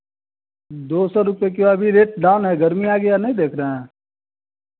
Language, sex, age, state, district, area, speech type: Hindi, male, 30-45, Bihar, Vaishali, urban, conversation